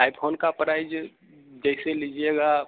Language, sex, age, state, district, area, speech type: Hindi, male, 18-30, Bihar, Begusarai, urban, conversation